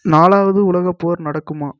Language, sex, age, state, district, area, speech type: Tamil, male, 18-30, Tamil Nadu, Krishnagiri, rural, read